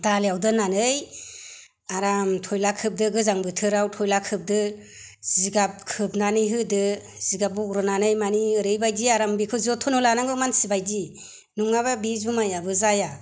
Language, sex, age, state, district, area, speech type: Bodo, female, 45-60, Assam, Chirang, rural, spontaneous